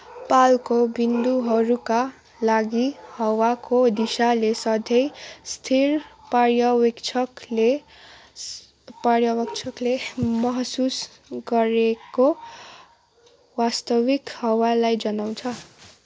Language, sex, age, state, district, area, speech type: Nepali, female, 18-30, West Bengal, Kalimpong, rural, read